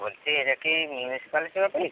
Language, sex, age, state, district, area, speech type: Bengali, male, 18-30, West Bengal, Howrah, urban, conversation